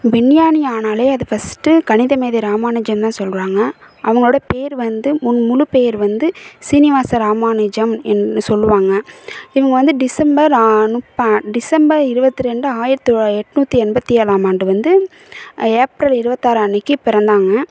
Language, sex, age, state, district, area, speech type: Tamil, female, 18-30, Tamil Nadu, Thanjavur, urban, spontaneous